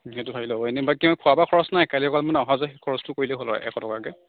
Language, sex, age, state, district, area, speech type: Assamese, male, 45-60, Assam, Morigaon, rural, conversation